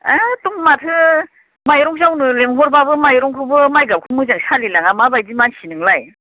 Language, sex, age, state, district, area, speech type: Bodo, female, 45-60, Assam, Baksa, rural, conversation